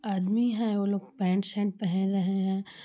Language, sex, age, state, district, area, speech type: Hindi, female, 30-45, Uttar Pradesh, Chandauli, rural, spontaneous